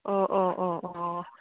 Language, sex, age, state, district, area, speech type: Bodo, female, 18-30, Assam, Udalguri, urban, conversation